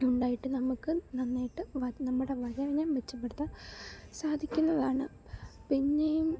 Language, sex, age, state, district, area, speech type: Malayalam, female, 18-30, Kerala, Alappuzha, rural, spontaneous